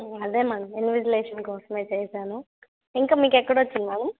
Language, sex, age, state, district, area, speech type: Telugu, female, 30-45, Andhra Pradesh, Nandyal, rural, conversation